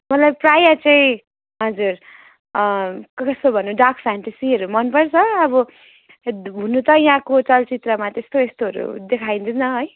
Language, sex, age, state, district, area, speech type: Nepali, female, 18-30, West Bengal, Darjeeling, rural, conversation